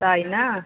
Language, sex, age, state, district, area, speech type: Bengali, female, 30-45, West Bengal, Kolkata, urban, conversation